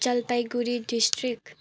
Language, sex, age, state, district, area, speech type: Nepali, female, 18-30, West Bengal, Kalimpong, rural, spontaneous